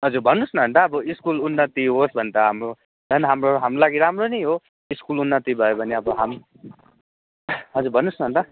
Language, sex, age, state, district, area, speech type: Nepali, male, 18-30, West Bengal, Darjeeling, rural, conversation